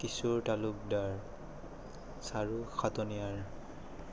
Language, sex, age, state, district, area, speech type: Assamese, male, 18-30, Assam, Morigaon, rural, spontaneous